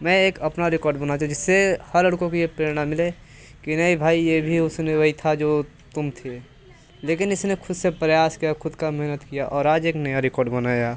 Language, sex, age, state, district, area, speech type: Hindi, male, 18-30, Uttar Pradesh, Mirzapur, rural, spontaneous